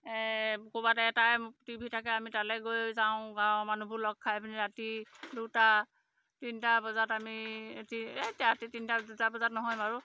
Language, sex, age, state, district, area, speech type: Assamese, female, 45-60, Assam, Golaghat, rural, spontaneous